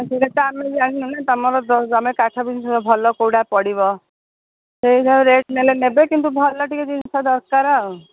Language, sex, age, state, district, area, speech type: Odia, female, 45-60, Odisha, Sundergarh, rural, conversation